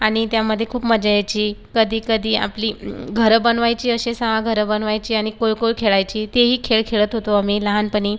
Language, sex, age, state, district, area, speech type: Marathi, female, 18-30, Maharashtra, Buldhana, rural, spontaneous